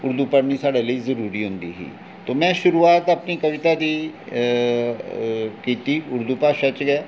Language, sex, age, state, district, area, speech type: Dogri, male, 45-60, Jammu and Kashmir, Jammu, urban, spontaneous